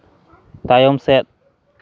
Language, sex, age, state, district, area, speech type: Santali, male, 30-45, West Bengal, Malda, rural, read